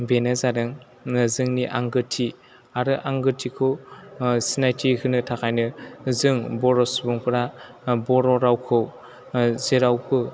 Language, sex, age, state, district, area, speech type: Bodo, male, 18-30, Assam, Chirang, rural, spontaneous